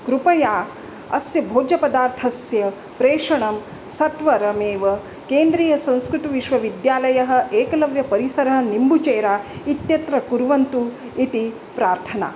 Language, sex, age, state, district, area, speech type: Sanskrit, female, 45-60, Maharashtra, Nagpur, urban, spontaneous